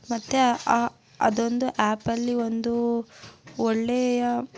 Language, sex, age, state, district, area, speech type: Kannada, female, 30-45, Karnataka, Tumkur, rural, spontaneous